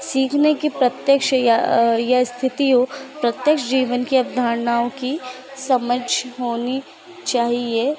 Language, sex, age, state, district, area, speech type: Hindi, female, 18-30, Madhya Pradesh, Chhindwara, urban, spontaneous